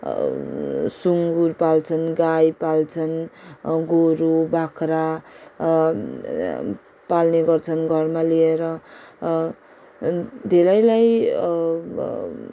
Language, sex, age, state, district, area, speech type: Nepali, female, 18-30, West Bengal, Darjeeling, rural, spontaneous